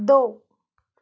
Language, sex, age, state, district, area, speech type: Hindi, female, 30-45, Madhya Pradesh, Betul, urban, read